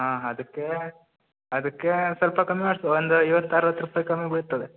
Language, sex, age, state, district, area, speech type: Kannada, male, 18-30, Karnataka, Uttara Kannada, rural, conversation